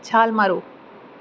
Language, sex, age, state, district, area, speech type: Punjabi, female, 18-30, Punjab, Mansa, urban, read